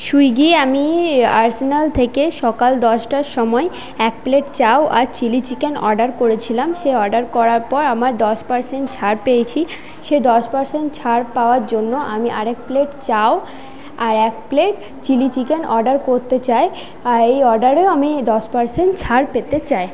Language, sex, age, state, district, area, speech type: Bengali, female, 30-45, West Bengal, Paschim Bardhaman, urban, spontaneous